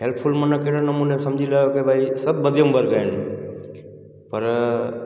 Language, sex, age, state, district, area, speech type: Sindhi, male, 45-60, Gujarat, Junagadh, urban, spontaneous